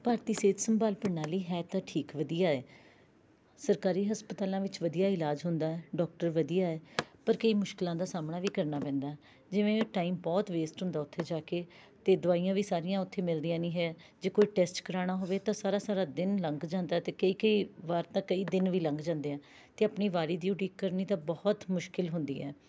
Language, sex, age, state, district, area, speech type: Punjabi, female, 30-45, Punjab, Rupnagar, urban, spontaneous